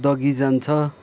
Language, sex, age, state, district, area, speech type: Nepali, male, 45-60, West Bengal, Kalimpong, rural, spontaneous